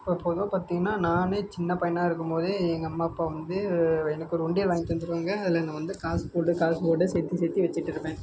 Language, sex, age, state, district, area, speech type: Tamil, male, 18-30, Tamil Nadu, Namakkal, rural, spontaneous